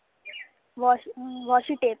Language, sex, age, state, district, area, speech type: Urdu, female, 18-30, Uttar Pradesh, Shahjahanpur, urban, conversation